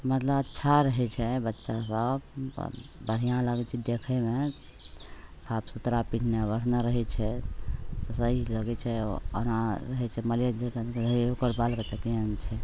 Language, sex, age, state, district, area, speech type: Maithili, female, 60+, Bihar, Madhepura, rural, spontaneous